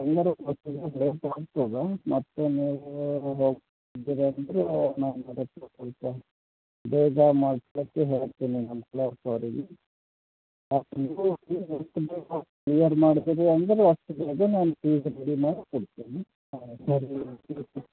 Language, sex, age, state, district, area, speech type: Kannada, male, 45-60, Karnataka, Bidar, urban, conversation